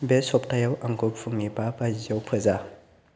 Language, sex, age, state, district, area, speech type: Bodo, male, 18-30, Assam, Chirang, rural, read